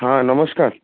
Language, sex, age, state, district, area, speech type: Marathi, male, 30-45, Maharashtra, Amravati, rural, conversation